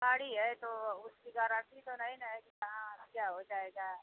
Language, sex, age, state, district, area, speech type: Hindi, female, 60+, Uttar Pradesh, Mau, rural, conversation